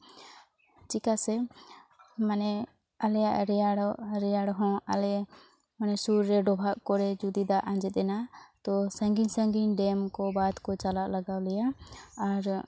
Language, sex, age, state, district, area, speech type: Santali, female, 18-30, West Bengal, Purulia, rural, spontaneous